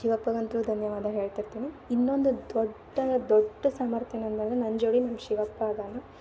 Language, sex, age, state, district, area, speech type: Kannada, female, 18-30, Karnataka, Dharwad, rural, spontaneous